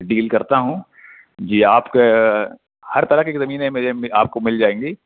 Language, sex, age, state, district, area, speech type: Urdu, male, 18-30, Bihar, Purnia, rural, conversation